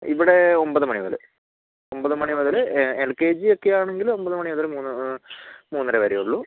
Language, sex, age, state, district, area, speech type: Malayalam, male, 30-45, Kerala, Wayanad, rural, conversation